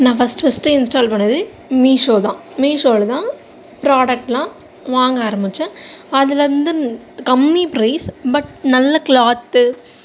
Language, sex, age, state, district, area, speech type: Tamil, female, 18-30, Tamil Nadu, Ranipet, urban, spontaneous